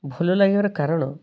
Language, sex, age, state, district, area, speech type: Odia, male, 18-30, Odisha, Balasore, rural, spontaneous